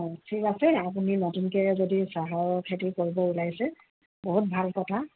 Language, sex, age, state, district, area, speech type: Assamese, female, 60+, Assam, Dibrugarh, rural, conversation